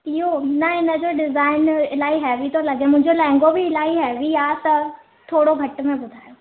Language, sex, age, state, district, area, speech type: Sindhi, female, 18-30, Gujarat, Surat, urban, conversation